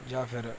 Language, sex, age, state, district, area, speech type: Punjabi, male, 30-45, Punjab, Mansa, urban, spontaneous